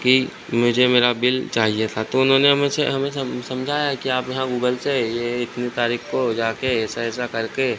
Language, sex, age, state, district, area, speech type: Hindi, male, 30-45, Madhya Pradesh, Harda, urban, spontaneous